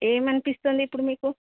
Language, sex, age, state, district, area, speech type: Telugu, female, 30-45, Telangana, Jagtial, urban, conversation